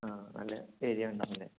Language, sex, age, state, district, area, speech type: Malayalam, male, 18-30, Kerala, Kozhikode, rural, conversation